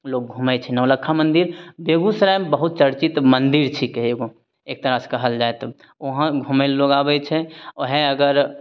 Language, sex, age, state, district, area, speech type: Maithili, male, 30-45, Bihar, Begusarai, urban, spontaneous